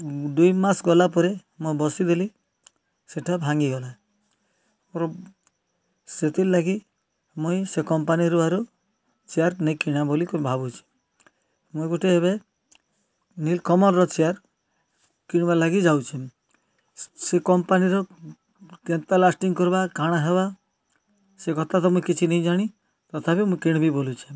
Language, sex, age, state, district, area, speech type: Odia, male, 60+, Odisha, Kalahandi, rural, spontaneous